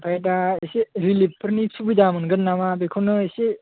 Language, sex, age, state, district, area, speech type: Bodo, male, 18-30, Assam, Kokrajhar, rural, conversation